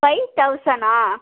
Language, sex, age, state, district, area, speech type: Tamil, female, 30-45, Tamil Nadu, Nagapattinam, rural, conversation